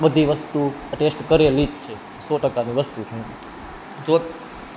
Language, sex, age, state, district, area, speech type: Gujarati, male, 18-30, Gujarat, Rajkot, urban, spontaneous